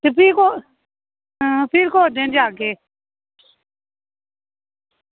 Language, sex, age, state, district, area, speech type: Dogri, female, 30-45, Jammu and Kashmir, Samba, rural, conversation